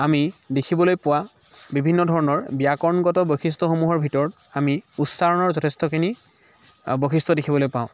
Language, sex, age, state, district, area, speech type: Assamese, male, 18-30, Assam, Dibrugarh, rural, spontaneous